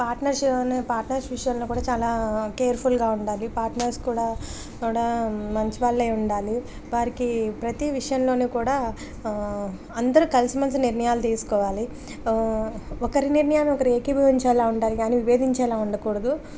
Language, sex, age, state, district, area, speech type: Telugu, female, 30-45, Andhra Pradesh, Anakapalli, rural, spontaneous